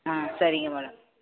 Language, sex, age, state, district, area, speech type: Tamil, female, 18-30, Tamil Nadu, Namakkal, urban, conversation